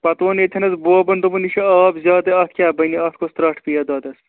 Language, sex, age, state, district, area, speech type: Kashmiri, male, 30-45, Jammu and Kashmir, Srinagar, urban, conversation